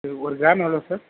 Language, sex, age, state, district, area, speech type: Tamil, male, 18-30, Tamil Nadu, Mayiladuthurai, urban, conversation